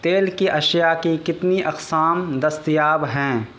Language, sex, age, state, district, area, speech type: Urdu, male, 18-30, Bihar, Purnia, rural, read